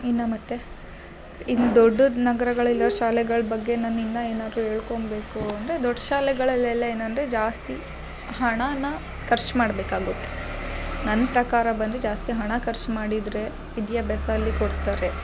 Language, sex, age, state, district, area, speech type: Kannada, female, 30-45, Karnataka, Hassan, urban, spontaneous